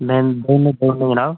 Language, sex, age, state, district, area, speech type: Dogri, male, 18-30, Jammu and Kashmir, Udhampur, rural, conversation